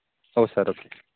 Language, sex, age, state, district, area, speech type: Odia, male, 30-45, Odisha, Sambalpur, rural, conversation